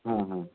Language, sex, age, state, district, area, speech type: Urdu, male, 30-45, Maharashtra, Nashik, urban, conversation